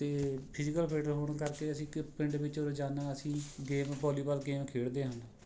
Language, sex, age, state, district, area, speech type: Punjabi, male, 30-45, Punjab, Rupnagar, rural, spontaneous